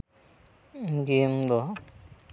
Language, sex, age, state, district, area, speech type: Santali, male, 18-30, West Bengal, Purba Bardhaman, rural, spontaneous